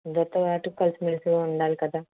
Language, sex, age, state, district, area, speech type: Telugu, female, 18-30, Andhra Pradesh, Eluru, rural, conversation